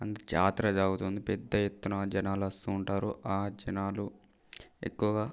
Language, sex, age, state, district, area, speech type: Telugu, male, 18-30, Telangana, Mancherial, rural, spontaneous